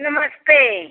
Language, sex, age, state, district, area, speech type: Hindi, female, 60+, Uttar Pradesh, Jaunpur, rural, conversation